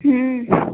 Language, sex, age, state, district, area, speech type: Maithili, female, 18-30, Bihar, Darbhanga, rural, conversation